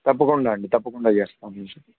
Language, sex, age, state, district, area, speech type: Telugu, male, 18-30, Andhra Pradesh, Sri Satya Sai, urban, conversation